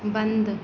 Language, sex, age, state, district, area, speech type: Hindi, female, 18-30, Madhya Pradesh, Narsinghpur, rural, read